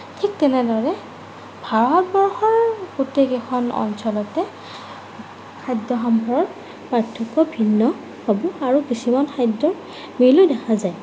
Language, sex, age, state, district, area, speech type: Assamese, female, 18-30, Assam, Morigaon, rural, spontaneous